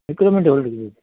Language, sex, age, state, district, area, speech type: Sindhi, male, 60+, Delhi, South Delhi, rural, conversation